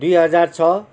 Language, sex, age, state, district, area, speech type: Nepali, male, 60+, West Bengal, Kalimpong, rural, spontaneous